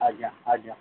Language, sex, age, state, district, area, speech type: Odia, male, 45-60, Odisha, Sundergarh, rural, conversation